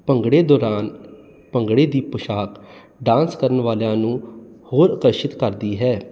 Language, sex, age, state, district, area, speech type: Punjabi, male, 30-45, Punjab, Jalandhar, urban, spontaneous